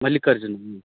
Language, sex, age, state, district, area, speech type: Kannada, male, 30-45, Karnataka, Raichur, rural, conversation